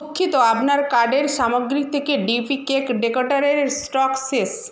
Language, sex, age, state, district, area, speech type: Bengali, female, 60+, West Bengal, Jhargram, rural, read